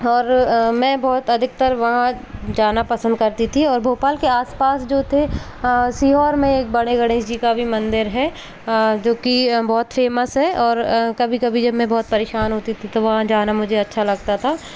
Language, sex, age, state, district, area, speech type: Hindi, female, 18-30, Madhya Pradesh, Indore, urban, spontaneous